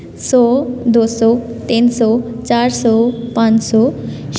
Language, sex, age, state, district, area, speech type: Punjabi, female, 18-30, Punjab, Tarn Taran, urban, spontaneous